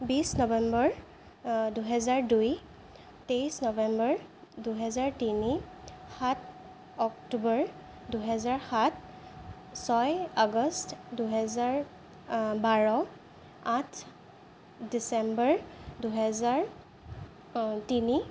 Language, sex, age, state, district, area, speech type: Assamese, female, 18-30, Assam, Sonitpur, rural, spontaneous